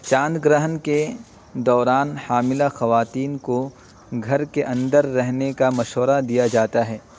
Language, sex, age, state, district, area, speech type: Urdu, male, 30-45, Uttar Pradesh, Muzaffarnagar, urban, spontaneous